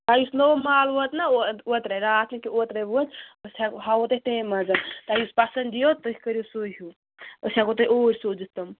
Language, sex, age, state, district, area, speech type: Kashmiri, female, 18-30, Jammu and Kashmir, Bandipora, rural, conversation